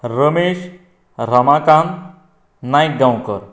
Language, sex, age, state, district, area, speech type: Goan Konkani, male, 45-60, Goa, Canacona, rural, spontaneous